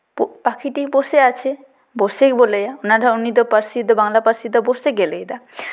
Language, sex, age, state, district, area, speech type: Santali, female, 18-30, West Bengal, Purba Bardhaman, rural, spontaneous